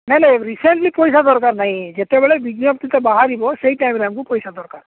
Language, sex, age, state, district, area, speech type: Odia, male, 45-60, Odisha, Nabarangpur, rural, conversation